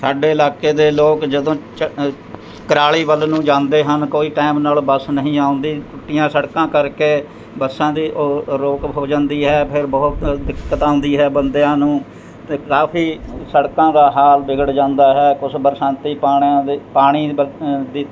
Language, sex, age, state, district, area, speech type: Punjabi, male, 60+, Punjab, Mohali, rural, spontaneous